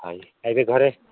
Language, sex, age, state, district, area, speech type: Odia, male, 45-60, Odisha, Nabarangpur, rural, conversation